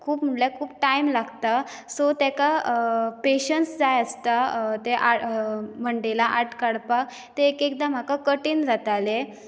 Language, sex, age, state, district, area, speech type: Goan Konkani, female, 18-30, Goa, Bardez, rural, spontaneous